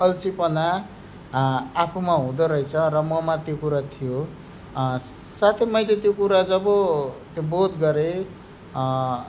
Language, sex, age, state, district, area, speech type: Nepali, male, 30-45, West Bengal, Darjeeling, rural, spontaneous